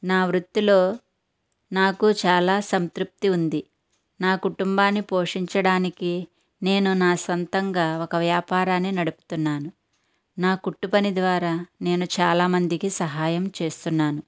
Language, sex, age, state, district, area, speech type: Telugu, female, 60+, Andhra Pradesh, Konaseema, rural, spontaneous